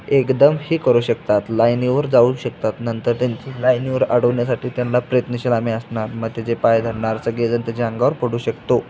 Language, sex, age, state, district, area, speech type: Marathi, male, 18-30, Maharashtra, Sangli, urban, spontaneous